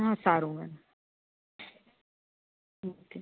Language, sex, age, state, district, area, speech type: Gujarati, female, 18-30, Gujarat, Anand, urban, conversation